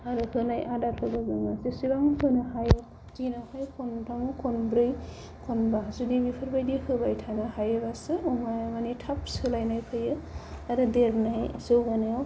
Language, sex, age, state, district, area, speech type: Bodo, female, 30-45, Assam, Kokrajhar, rural, spontaneous